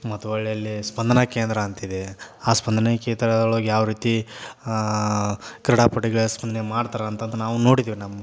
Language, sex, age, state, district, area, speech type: Kannada, male, 30-45, Karnataka, Gadag, rural, spontaneous